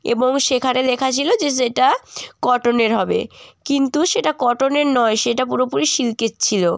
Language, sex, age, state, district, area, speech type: Bengali, female, 18-30, West Bengal, Jalpaiguri, rural, spontaneous